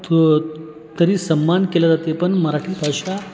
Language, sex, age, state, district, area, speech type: Marathi, male, 30-45, Maharashtra, Buldhana, urban, spontaneous